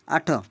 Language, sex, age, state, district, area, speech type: Odia, male, 30-45, Odisha, Kalahandi, rural, read